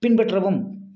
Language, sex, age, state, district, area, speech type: Tamil, male, 45-60, Tamil Nadu, Tiruppur, rural, read